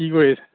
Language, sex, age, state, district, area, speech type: Assamese, male, 45-60, Assam, Darrang, rural, conversation